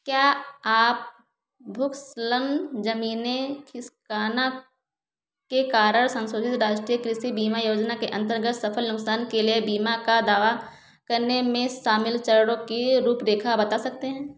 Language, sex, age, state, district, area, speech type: Hindi, female, 30-45, Uttar Pradesh, Ayodhya, rural, read